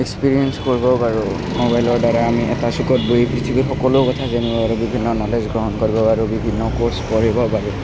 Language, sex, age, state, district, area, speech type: Assamese, male, 18-30, Assam, Kamrup Metropolitan, urban, spontaneous